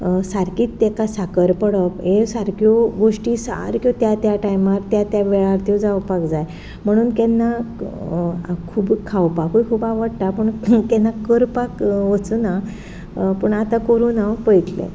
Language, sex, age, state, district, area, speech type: Goan Konkani, female, 45-60, Goa, Ponda, rural, spontaneous